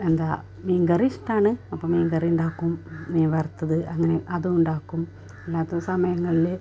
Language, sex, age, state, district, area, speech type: Malayalam, female, 45-60, Kerala, Malappuram, rural, spontaneous